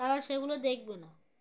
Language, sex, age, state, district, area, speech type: Bengali, female, 18-30, West Bengal, Uttar Dinajpur, urban, spontaneous